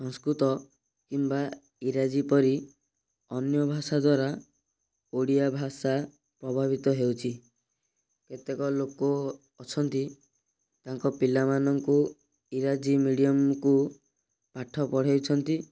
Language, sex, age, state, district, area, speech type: Odia, male, 18-30, Odisha, Cuttack, urban, spontaneous